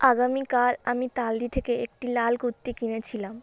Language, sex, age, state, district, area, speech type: Bengali, female, 18-30, West Bengal, South 24 Parganas, rural, spontaneous